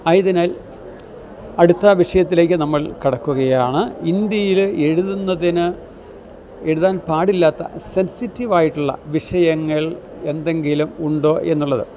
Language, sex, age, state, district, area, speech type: Malayalam, male, 60+, Kerala, Kottayam, rural, spontaneous